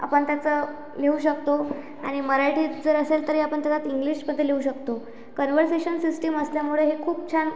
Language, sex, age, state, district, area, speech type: Marathi, female, 18-30, Maharashtra, Amravati, rural, spontaneous